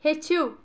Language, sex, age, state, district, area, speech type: Kashmiri, female, 30-45, Jammu and Kashmir, Anantnag, rural, read